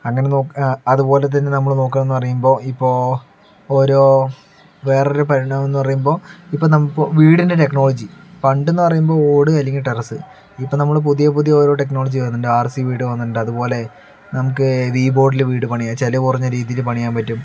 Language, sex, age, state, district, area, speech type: Malayalam, male, 30-45, Kerala, Palakkad, rural, spontaneous